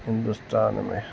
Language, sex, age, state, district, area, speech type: Urdu, male, 45-60, Uttar Pradesh, Muzaffarnagar, urban, spontaneous